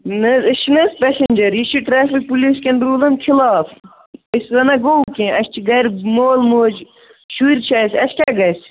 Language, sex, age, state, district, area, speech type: Kashmiri, male, 30-45, Jammu and Kashmir, Kupwara, rural, conversation